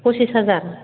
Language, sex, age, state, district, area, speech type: Bodo, female, 45-60, Assam, Baksa, rural, conversation